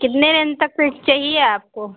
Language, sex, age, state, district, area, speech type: Hindi, female, 45-60, Uttar Pradesh, Ayodhya, rural, conversation